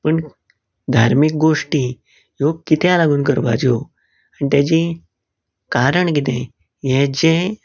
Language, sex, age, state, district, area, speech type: Goan Konkani, male, 18-30, Goa, Canacona, rural, spontaneous